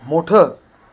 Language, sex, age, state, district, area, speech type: Marathi, male, 60+, Maharashtra, Thane, urban, spontaneous